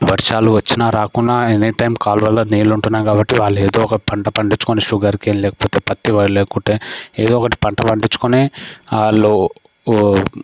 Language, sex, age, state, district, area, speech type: Telugu, male, 18-30, Telangana, Sangareddy, rural, spontaneous